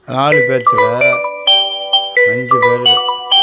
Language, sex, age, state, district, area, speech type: Tamil, male, 60+, Tamil Nadu, Kallakurichi, urban, spontaneous